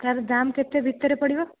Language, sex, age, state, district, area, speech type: Odia, female, 18-30, Odisha, Dhenkanal, rural, conversation